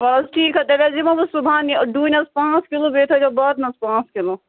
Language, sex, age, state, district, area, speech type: Kashmiri, female, 18-30, Jammu and Kashmir, Budgam, rural, conversation